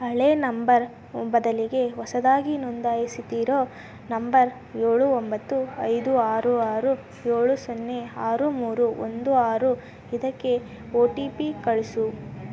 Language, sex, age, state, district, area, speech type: Kannada, female, 18-30, Karnataka, Chitradurga, rural, read